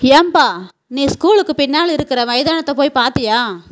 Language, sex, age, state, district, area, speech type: Tamil, female, 30-45, Tamil Nadu, Tirupattur, rural, read